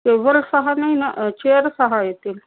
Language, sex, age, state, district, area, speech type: Marathi, female, 60+, Maharashtra, Nagpur, urban, conversation